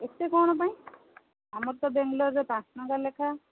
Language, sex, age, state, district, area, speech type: Odia, female, 45-60, Odisha, Sundergarh, rural, conversation